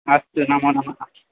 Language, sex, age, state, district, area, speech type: Sanskrit, male, 18-30, Assam, Tinsukia, rural, conversation